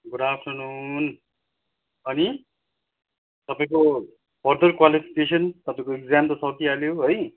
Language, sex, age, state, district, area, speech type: Nepali, male, 45-60, West Bengal, Kalimpong, rural, conversation